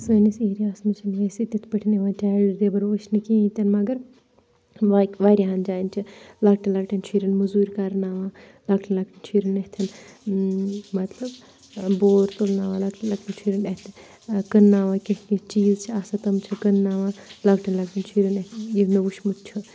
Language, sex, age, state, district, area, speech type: Kashmiri, female, 30-45, Jammu and Kashmir, Kupwara, rural, spontaneous